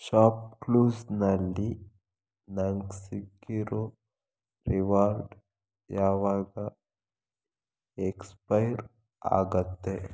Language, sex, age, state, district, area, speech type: Kannada, male, 45-60, Karnataka, Chikkaballapur, rural, read